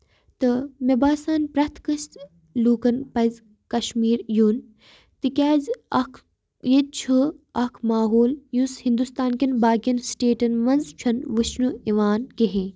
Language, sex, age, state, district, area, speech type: Kashmiri, female, 18-30, Jammu and Kashmir, Baramulla, rural, spontaneous